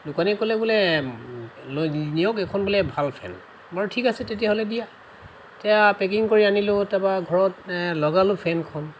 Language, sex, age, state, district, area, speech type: Assamese, male, 45-60, Assam, Lakhimpur, rural, spontaneous